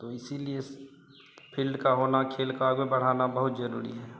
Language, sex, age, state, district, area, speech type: Hindi, male, 30-45, Bihar, Madhepura, rural, spontaneous